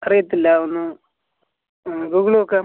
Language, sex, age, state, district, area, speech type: Malayalam, male, 18-30, Kerala, Kollam, rural, conversation